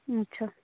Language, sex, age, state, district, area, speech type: Dogri, female, 30-45, Jammu and Kashmir, Udhampur, rural, conversation